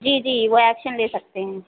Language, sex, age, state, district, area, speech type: Hindi, female, 30-45, Uttar Pradesh, Sitapur, rural, conversation